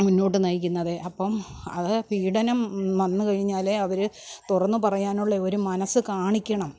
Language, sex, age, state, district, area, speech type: Malayalam, female, 45-60, Kerala, Pathanamthitta, rural, spontaneous